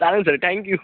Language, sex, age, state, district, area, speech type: Marathi, male, 18-30, Maharashtra, Thane, urban, conversation